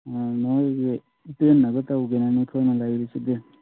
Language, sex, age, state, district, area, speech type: Manipuri, male, 30-45, Manipur, Thoubal, rural, conversation